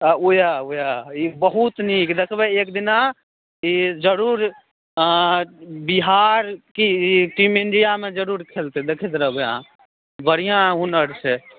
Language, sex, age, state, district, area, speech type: Maithili, male, 18-30, Bihar, Madhubani, rural, conversation